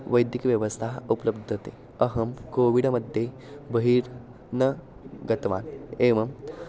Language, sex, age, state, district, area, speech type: Sanskrit, male, 18-30, Maharashtra, Pune, urban, spontaneous